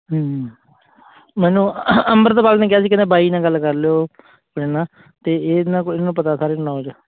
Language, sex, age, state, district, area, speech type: Punjabi, male, 30-45, Punjab, Bathinda, urban, conversation